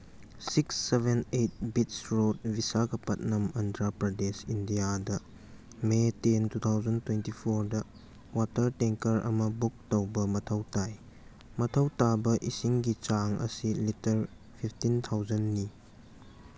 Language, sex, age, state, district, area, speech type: Manipuri, male, 18-30, Manipur, Churachandpur, rural, read